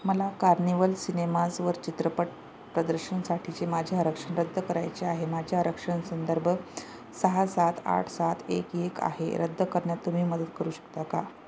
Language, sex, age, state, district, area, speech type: Marathi, female, 30-45, Maharashtra, Nanded, rural, read